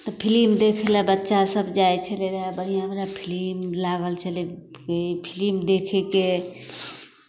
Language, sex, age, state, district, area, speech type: Maithili, female, 30-45, Bihar, Samastipur, rural, spontaneous